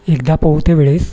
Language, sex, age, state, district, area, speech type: Marathi, male, 60+, Maharashtra, Wardha, rural, spontaneous